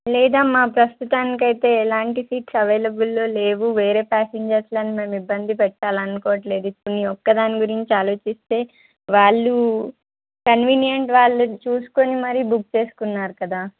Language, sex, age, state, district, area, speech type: Telugu, female, 18-30, Telangana, Kamareddy, urban, conversation